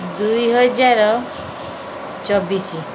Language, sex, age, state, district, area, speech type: Odia, female, 45-60, Odisha, Sundergarh, urban, spontaneous